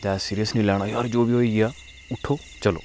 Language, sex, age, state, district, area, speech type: Dogri, male, 30-45, Jammu and Kashmir, Udhampur, rural, spontaneous